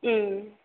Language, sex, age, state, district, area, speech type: Tamil, female, 18-30, Tamil Nadu, Krishnagiri, rural, conversation